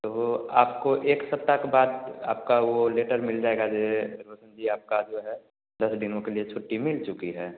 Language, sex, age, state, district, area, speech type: Hindi, male, 18-30, Bihar, Samastipur, rural, conversation